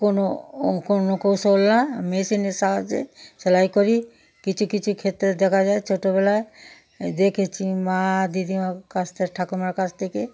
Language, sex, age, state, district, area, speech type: Bengali, female, 60+, West Bengal, Darjeeling, rural, spontaneous